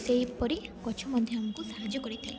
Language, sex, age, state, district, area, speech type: Odia, female, 18-30, Odisha, Rayagada, rural, spontaneous